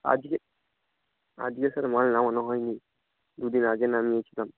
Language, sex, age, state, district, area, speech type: Bengali, male, 18-30, West Bengal, North 24 Parganas, rural, conversation